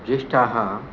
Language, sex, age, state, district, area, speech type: Sanskrit, male, 60+, Karnataka, Udupi, rural, spontaneous